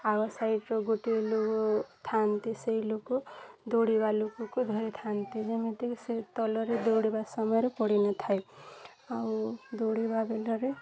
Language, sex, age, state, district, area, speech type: Odia, female, 18-30, Odisha, Nuapada, urban, spontaneous